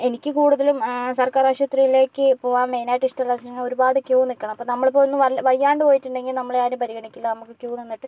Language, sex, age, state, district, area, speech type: Malayalam, female, 60+, Kerala, Kozhikode, urban, spontaneous